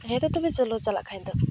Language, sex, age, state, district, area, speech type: Santali, female, 18-30, West Bengal, Purulia, rural, spontaneous